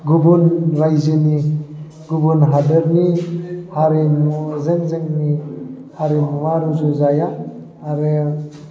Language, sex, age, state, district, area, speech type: Bodo, male, 45-60, Assam, Baksa, urban, spontaneous